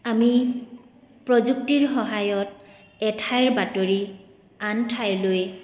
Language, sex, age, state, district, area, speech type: Assamese, female, 30-45, Assam, Kamrup Metropolitan, urban, spontaneous